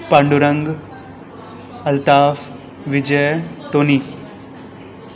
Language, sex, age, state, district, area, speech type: Goan Konkani, male, 18-30, Goa, Tiswadi, rural, spontaneous